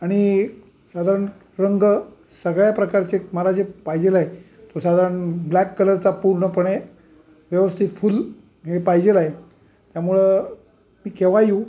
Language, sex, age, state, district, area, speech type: Marathi, male, 60+, Maharashtra, Kolhapur, urban, spontaneous